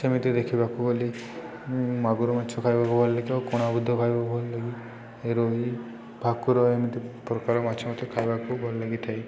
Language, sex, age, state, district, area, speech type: Odia, male, 18-30, Odisha, Subarnapur, urban, spontaneous